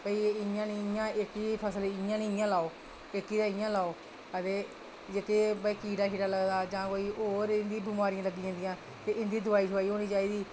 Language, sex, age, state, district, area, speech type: Dogri, female, 45-60, Jammu and Kashmir, Reasi, rural, spontaneous